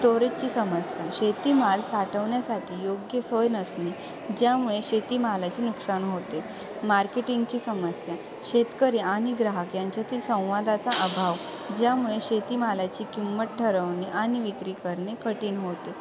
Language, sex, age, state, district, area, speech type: Marathi, female, 18-30, Maharashtra, Ahmednagar, rural, spontaneous